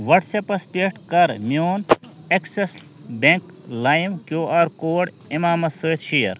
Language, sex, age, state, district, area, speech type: Kashmiri, male, 30-45, Jammu and Kashmir, Ganderbal, rural, read